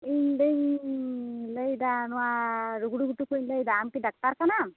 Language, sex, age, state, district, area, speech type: Santali, female, 45-60, West Bengal, Purulia, rural, conversation